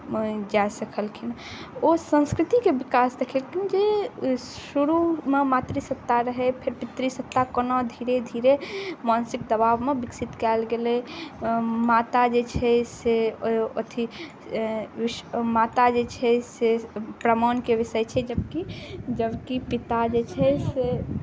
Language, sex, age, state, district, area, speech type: Maithili, female, 18-30, Bihar, Saharsa, urban, spontaneous